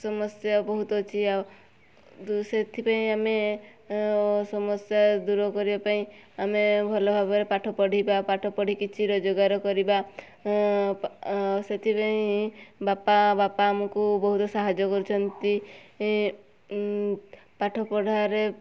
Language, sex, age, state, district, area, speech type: Odia, female, 18-30, Odisha, Mayurbhanj, rural, spontaneous